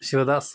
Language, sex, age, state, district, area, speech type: Malayalam, male, 45-60, Kerala, Palakkad, rural, spontaneous